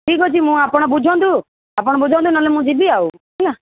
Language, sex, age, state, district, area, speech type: Odia, female, 45-60, Odisha, Sundergarh, rural, conversation